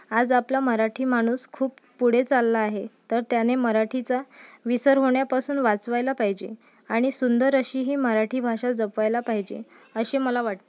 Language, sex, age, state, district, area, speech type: Marathi, female, 30-45, Maharashtra, Amravati, urban, spontaneous